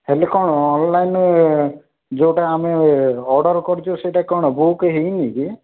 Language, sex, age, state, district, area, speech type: Odia, male, 30-45, Odisha, Rayagada, urban, conversation